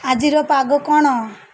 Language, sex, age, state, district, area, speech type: Odia, female, 30-45, Odisha, Malkangiri, urban, read